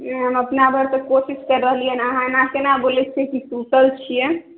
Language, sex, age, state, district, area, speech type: Maithili, female, 18-30, Bihar, Samastipur, urban, conversation